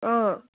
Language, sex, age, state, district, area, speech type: Assamese, female, 18-30, Assam, Dibrugarh, rural, conversation